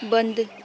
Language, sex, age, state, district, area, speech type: Punjabi, female, 18-30, Punjab, Shaheed Bhagat Singh Nagar, rural, read